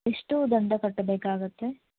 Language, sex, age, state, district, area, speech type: Kannada, female, 18-30, Karnataka, Shimoga, rural, conversation